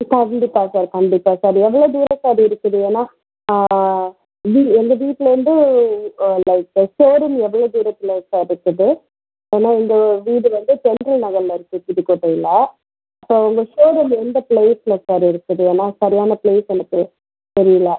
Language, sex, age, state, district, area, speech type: Tamil, female, 30-45, Tamil Nadu, Pudukkottai, urban, conversation